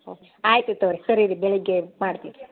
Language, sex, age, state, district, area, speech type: Kannada, female, 45-60, Karnataka, Gadag, rural, conversation